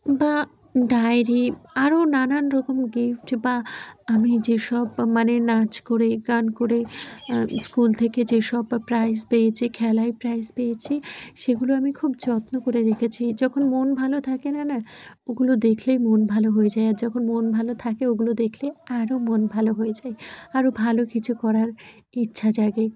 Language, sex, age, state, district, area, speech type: Bengali, female, 18-30, West Bengal, Dakshin Dinajpur, urban, spontaneous